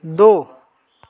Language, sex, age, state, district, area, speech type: Hindi, male, 30-45, Uttar Pradesh, Jaunpur, rural, read